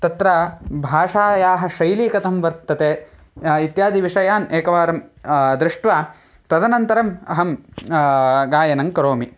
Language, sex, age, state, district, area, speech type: Sanskrit, male, 18-30, Karnataka, Chikkamagaluru, rural, spontaneous